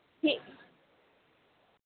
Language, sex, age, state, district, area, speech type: Dogri, female, 18-30, Jammu and Kashmir, Samba, rural, conversation